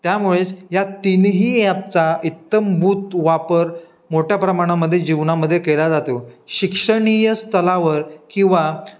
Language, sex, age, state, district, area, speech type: Marathi, male, 18-30, Maharashtra, Ratnagiri, rural, spontaneous